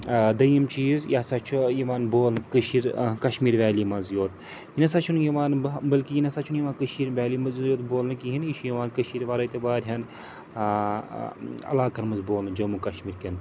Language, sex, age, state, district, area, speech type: Kashmiri, male, 30-45, Jammu and Kashmir, Srinagar, urban, spontaneous